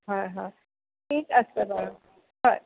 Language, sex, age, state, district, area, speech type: Assamese, female, 45-60, Assam, Sonitpur, urban, conversation